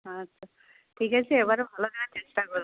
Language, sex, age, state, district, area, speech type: Bengali, female, 45-60, West Bengal, Uttar Dinajpur, rural, conversation